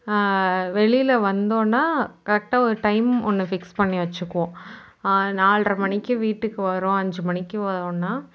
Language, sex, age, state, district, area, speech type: Tamil, female, 30-45, Tamil Nadu, Mayiladuthurai, rural, spontaneous